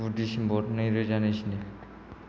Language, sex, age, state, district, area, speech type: Bodo, male, 18-30, Assam, Kokrajhar, rural, spontaneous